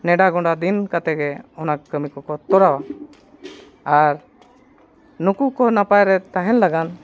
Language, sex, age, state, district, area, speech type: Santali, male, 45-60, Jharkhand, East Singhbhum, rural, spontaneous